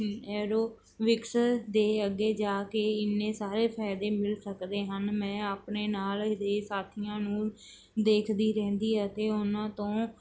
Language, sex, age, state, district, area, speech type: Punjabi, female, 30-45, Punjab, Barnala, urban, spontaneous